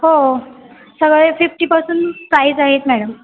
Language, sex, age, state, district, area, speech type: Marathi, female, 18-30, Maharashtra, Mumbai Suburban, urban, conversation